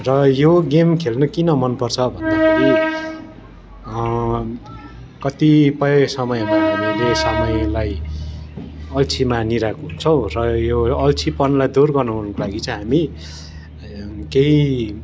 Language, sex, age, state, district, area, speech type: Nepali, male, 45-60, West Bengal, Darjeeling, rural, spontaneous